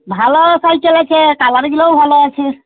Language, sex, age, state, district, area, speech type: Bengali, female, 45-60, West Bengal, Uttar Dinajpur, urban, conversation